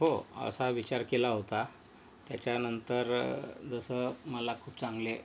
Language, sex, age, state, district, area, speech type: Marathi, male, 60+, Maharashtra, Yavatmal, rural, spontaneous